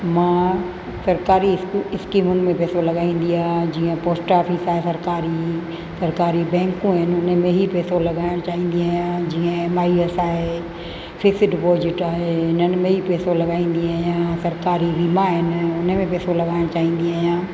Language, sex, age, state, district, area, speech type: Sindhi, female, 60+, Rajasthan, Ajmer, urban, spontaneous